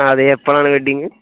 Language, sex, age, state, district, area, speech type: Malayalam, male, 18-30, Kerala, Kozhikode, rural, conversation